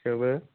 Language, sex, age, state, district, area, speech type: Bodo, male, 18-30, Assam, Baksa, rural, conversation